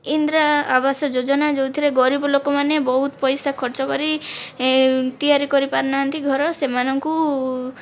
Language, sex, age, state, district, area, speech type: Odia, female, 45-60, Odisha, Kandhamal, rural, spontaneous